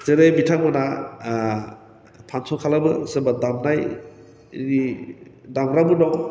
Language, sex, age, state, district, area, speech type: Bodo, male, 45-60, Assam, Baksa, urban, spontaneous